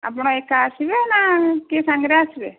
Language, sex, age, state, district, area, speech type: Odia, female, 45-60, Odisha, Angul, rural, conversation